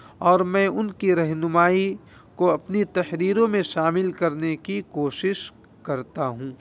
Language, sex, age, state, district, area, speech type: Urdu, male, 18-30, Uttar Pradesh, Muzaffarnagar, urban, spontaneous